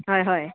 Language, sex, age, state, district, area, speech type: Assamese, female, 60+, Assam, Darrang, rural, conversation